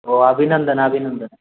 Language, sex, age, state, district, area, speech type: Marathi, male, 18-30, Maharashtra, Satara, urban, conversation